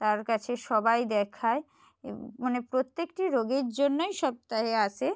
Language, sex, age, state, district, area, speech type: Bengali, female, 30-45, West Bengal, Purba Medinipur, rural, spontaneous